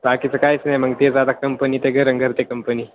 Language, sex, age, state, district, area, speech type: Marathi, male, 18-30, Maharashtra, Ahmednagar, urban, conversation